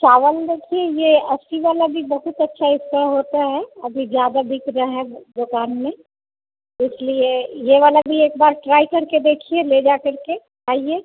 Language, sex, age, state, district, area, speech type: Hindi, female, 45-60, Bihar, Vaishali, urban, conversation